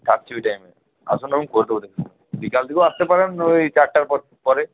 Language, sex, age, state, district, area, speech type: Bengali, male, 18-30, West Bengal, Uttar Dinajpur, urban, conversation